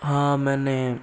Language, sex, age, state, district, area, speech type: Hindi, male, 60+, Rajasthan, Jodhpur, urban, spontaneous